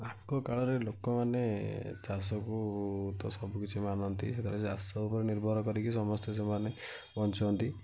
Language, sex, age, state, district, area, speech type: Odia, male, 60+, Odisha, Kendujhar, urban, spontaneous